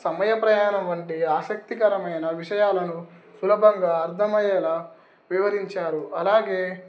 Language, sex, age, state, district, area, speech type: Telugu, male, 18-30, Telangana, Nizamabad, urban, spontaneous